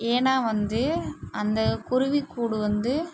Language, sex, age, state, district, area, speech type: Tamil, female, 18-30, Tamil Nadu, Mayiladuthurai, urban, spontaneous